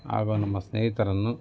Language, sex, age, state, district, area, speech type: Kannada, male, 45-60, Karnataka, Davanagere, urban, spontaneous